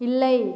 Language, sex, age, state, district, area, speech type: Tamil, female, 18-30, Tamil Nadu, Cuddalore, rural, read